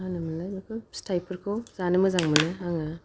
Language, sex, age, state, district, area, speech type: Bodo, female, 45-60, Assam, Kokrajhar, rural, spontaneous